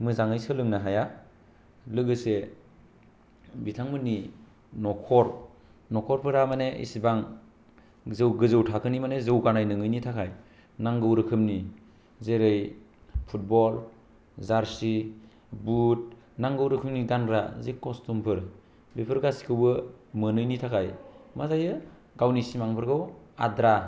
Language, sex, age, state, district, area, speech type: Bodo, male, 18-30, Assam, Kokrajhar, rural, spontaneous